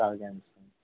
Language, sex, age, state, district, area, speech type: Telugu, male, 18-30, Telangana, Jangaon, urban, conversation